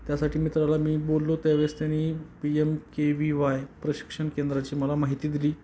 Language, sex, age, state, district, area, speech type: Marathi, male, 30-45, Maharashtra, Beed, rural, spontaneous